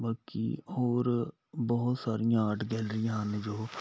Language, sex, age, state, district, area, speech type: Punjabi, male, 30-45, Punjab, Patiala, rural, spontaneous